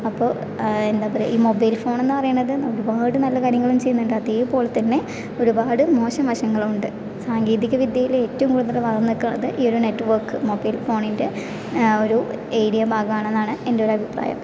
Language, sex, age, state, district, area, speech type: Malayalam, female, 18-30, Kerala, Thrissur, rural, spontaneous